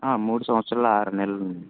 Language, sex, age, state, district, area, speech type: Telugu, male, 18-30, Telangana, Wanaparthy, urban, conversation